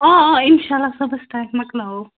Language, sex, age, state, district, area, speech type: Kashmiri, female, 30-45, Jammu and Kashmir, Baramulla, rural, conversation